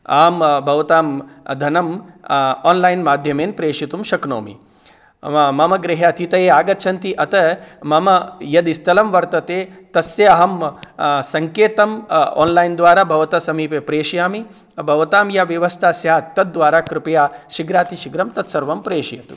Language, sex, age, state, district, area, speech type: Sanskrit, male, 45-60, Rajasthan, Jaipur, urban, spontaneous